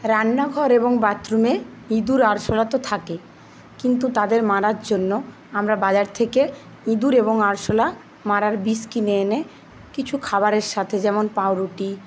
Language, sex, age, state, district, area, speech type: Bengali, female, 30-45, West Bengal, Paschim Medinipur, rural, spontaneous